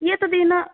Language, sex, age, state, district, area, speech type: Sanskrit, female, 18-30, Odisha, Puri, rural, conversation